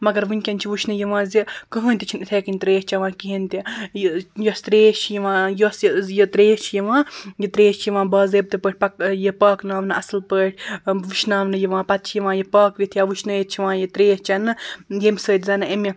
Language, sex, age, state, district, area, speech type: Kashmiri, female, 30-45, Jammu and Kashmir, Baramulla, rural, spontaneous